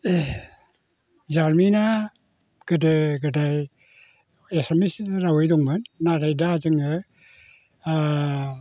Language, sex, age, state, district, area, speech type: Bodo, male, 60+, Assam, Chirang, rural, spontaneous